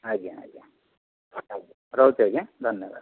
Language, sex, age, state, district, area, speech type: Odia, male, 60+, Odisha, Bhadrak, rural, conversation